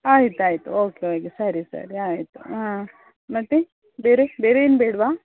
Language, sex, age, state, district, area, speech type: Kannada, female, 30-45, Karnataka, Dakshina Kannada, rural, conversation